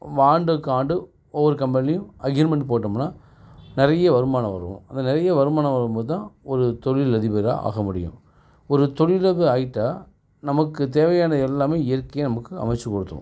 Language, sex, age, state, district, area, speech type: Tamil, male, 45-60, Tamil Nadu, Perambalur, rural, spontaneous